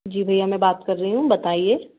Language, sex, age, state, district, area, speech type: Hindi, female, 30-45, Madhya Pradesh, Gwalior, urban, conversation